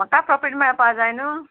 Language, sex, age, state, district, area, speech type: Goan Konkani, female, 30-45, Goa, Murmgao, rural, conversation